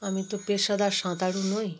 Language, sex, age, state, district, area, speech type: Bengali, female, 30-45, West Bengal, Darjeeling, rural, spontaneous